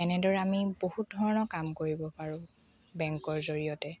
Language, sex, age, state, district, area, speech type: Assamese, female, 30-45, Assam, Dhemaji, urban, spontaneous